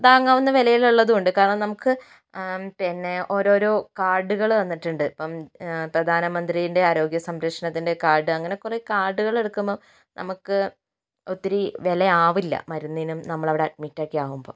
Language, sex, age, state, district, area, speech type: Malayalam, female, 18-30, Kerala, Kozhikode, urban, spontaneous